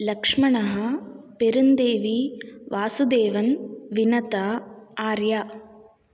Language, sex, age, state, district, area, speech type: Sanskrit, female, 18-30, Tamil Nadu, Kanchipuram, urban, spontaneous